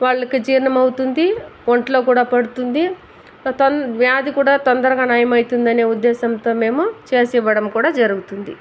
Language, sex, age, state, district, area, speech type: Telugu, female, 45-60, Andhra Pradesh, Chittoor, rural, spontaneous